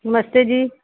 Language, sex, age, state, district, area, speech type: Hindi, female, 60+, Uttar Pradesh, Sitapur, rural, conversation